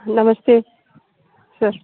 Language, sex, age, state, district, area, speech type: Hindi, female, 60+, Uttar Pradesh, Hardoi, rural, conversation